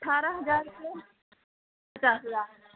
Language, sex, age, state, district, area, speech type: Hindi, female, 30-45, Uttar Pradesh, Sitapur, rural, conversation